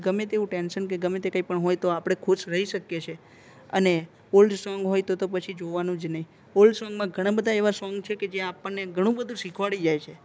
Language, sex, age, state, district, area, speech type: Gujarati, male, 30-45, Gujarat, Narmada, urban, spontaneous